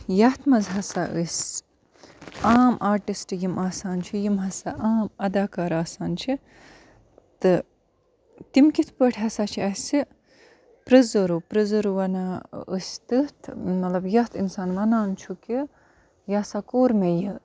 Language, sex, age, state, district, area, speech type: Kashmiri, female, 30-45, Jammu and Kashmir, Baramulla, rural, spontaneous